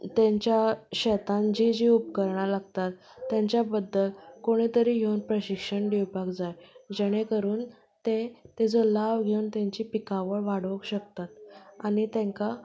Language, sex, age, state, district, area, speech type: Goan Konkani, female, 18-30, Goa, Canacona, rural, spontaneous